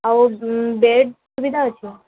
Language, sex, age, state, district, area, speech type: Odia, female, 30-45, Odisha, Sambalpur, rural, conversation